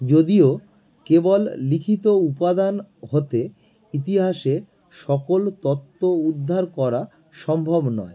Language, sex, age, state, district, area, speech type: Bengali, male, 30-45, West Bengal, North 24 Parganas, urban, spontaneous